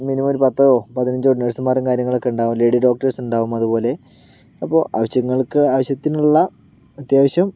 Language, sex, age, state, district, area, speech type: Malayalam, male, 30-45, Kerala, Palakkad, rural, spontaneous